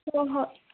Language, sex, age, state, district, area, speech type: Manipuri, female, 18-30, Manipur, Senapati, rural, conversation